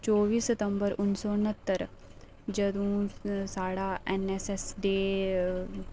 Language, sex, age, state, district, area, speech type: Dogri, female, 18-30, Jammu and Kashmir, Reasi, rural, spontaneous